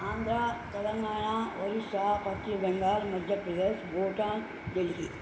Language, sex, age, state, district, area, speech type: Telugu, female, 60+, Andhra Pradesh, Nellore, urban, spontaneous